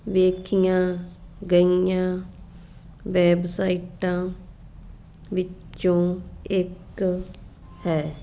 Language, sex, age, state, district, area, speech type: Punjabi, female, 45-60, Punjab, Fazilka, rural, read